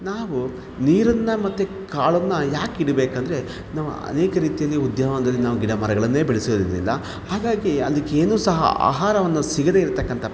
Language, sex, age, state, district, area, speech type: Kannada, male, 30-45, Karnataka, Kolar, rural, spontaneous